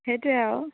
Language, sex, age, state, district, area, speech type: Assamese, female, 18-30, Assam, Sivasagar, rural, conversation